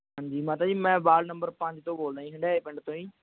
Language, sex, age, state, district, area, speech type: Punjabi, male, 30-45, Punjab, Barnala, rural, conversation